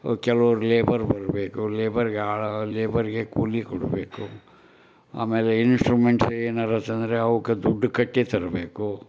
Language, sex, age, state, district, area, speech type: Kannada, male, 60+, Karnataka, Koppal, rural, spontaneous